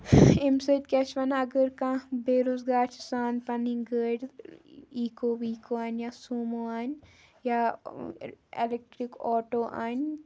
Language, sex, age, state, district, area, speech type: Kashmiri, female, 18-30, Jammu and Kashmir, Baramulla, rural, spontaneous